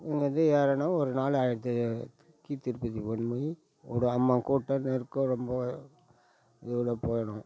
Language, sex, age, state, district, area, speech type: Tamil, male, 60+, Tamil Nadu, Tiruvannamalai, rural, spontaneous